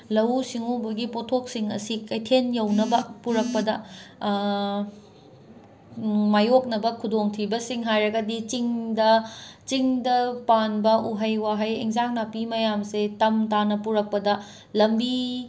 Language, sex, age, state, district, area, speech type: Manipuri, female, 45-60, Manipur, Imphal West, urban, spontaneous